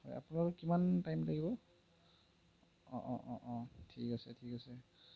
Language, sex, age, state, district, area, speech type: Assamese, male, 18-30, Assam, Nalbari, rural, spontaneous